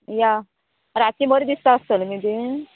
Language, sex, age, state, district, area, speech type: Goan Konkani, female, 45-60, Goa, Murmgao, rural, conversation